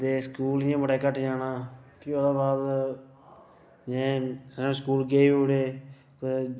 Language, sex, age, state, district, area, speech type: Dogri, male, 18-30, Jammu and Kashmir, Reasi, urban, spontaneous